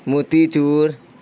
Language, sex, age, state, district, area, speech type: Urdu, male, 18-30, Bihar, Supaul, rural, spontaneous